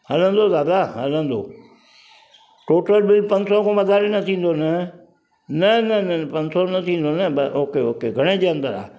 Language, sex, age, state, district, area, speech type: Sindhi, male, 60+, Maharashtra, Mumbai Suburban, urban, spontaneous